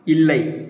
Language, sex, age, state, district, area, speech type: Tamil, male, 18-30, Tamil Nadu, Madurai, urban, read